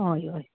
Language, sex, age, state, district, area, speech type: Goan Konkani, female, 60+, Goa, Canacona, rural, conversation